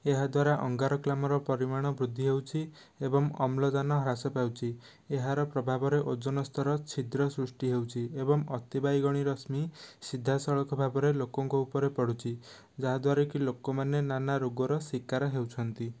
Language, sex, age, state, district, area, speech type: Odia, male, 18-30, Odisha, Nayagarh, rural, spontaneous